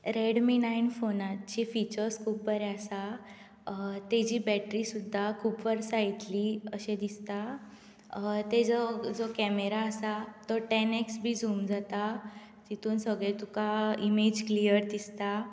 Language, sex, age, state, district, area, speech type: Goan Konkani, female, 18-30, Goa, Bardez, rural, spontaneous